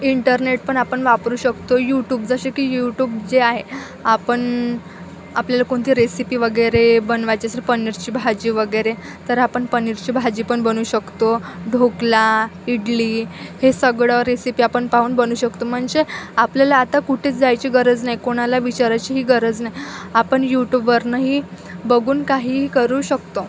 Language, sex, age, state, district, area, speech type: Marathi, female, 30-45, Maharashtra, Wardha, rural, spontaneous